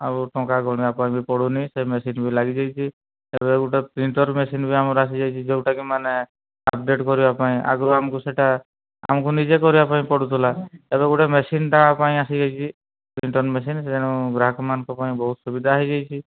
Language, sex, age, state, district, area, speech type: Odia, male, 30-45, Odisha, Mayurbhanj, rural, conversation